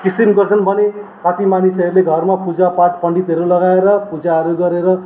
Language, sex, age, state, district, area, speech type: Nepali, male, 30-45, West Bengal, Darjeeling, rural, spontaneous